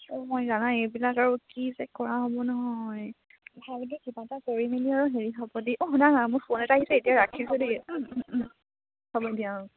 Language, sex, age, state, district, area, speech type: Assamese, female, 18-30, Assam, Dibrugarh, rural, conversation